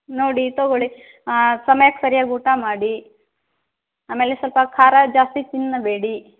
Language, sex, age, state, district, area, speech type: Kannada, female, 18-30, Karnataka, Davanagere, rural, conversation